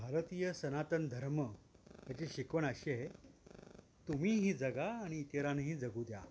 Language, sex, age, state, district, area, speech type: Marathi, male, 60+, Maharashtra, Thane, urban, spontaneous